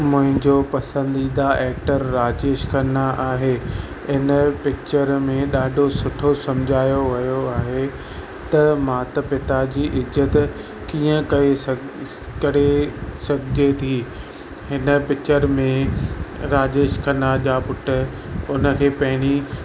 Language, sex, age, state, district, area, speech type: Sindhi, male, 30-45, Maharashtra, Thane, urban, spontaneous